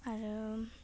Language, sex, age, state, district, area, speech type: Bodo, female, 18-30, Assam, Udalguri, urban, spontaneous